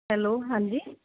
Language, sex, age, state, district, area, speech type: Punjabi, female, 18-30, Punjab, Muktsar, urban, conversation